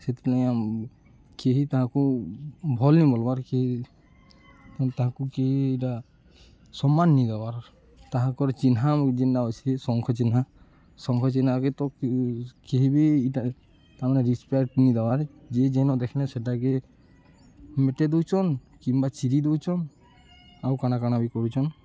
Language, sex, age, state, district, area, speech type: Odia, male, 18-30, Odisha, Balangir, urban, spontaneous